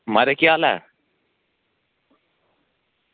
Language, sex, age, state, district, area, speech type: Dogri, male, 18-30, Jammu and Kashmir, Samba, rural, conversation